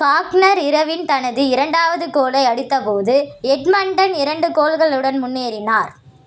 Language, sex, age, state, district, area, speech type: Tamil, female, 18-30, Tamil Nadu, Vellore, urban, read